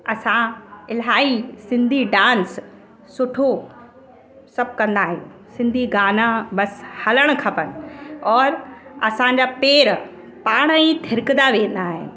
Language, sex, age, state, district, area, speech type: Sindhi, female, 30-45, Uttar Pradesh, Lucknow, urban, spontaneous